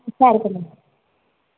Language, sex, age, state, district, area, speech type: Kannada, female, 18-30, Karnataka, Chamarajanagar, urban, conversation